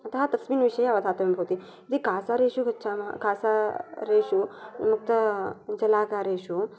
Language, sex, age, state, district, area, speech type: Sanskrit, female, 18-30, Karnataka, Belgaum, rural, spontaneous